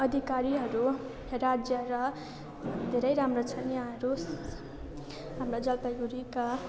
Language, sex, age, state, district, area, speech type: Nepali, female, 18-30, West Bengal, Jalpaiguri, rural, spontaneous